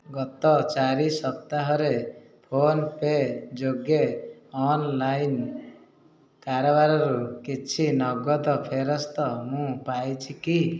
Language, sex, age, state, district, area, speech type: Odia, male, 30-45, Odisha, Khordha, rural, read